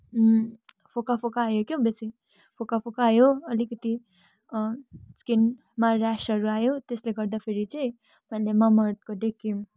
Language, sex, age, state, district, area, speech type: Nepali, female, 18-30, West Bengal, Kalimpong, rural, spontaneous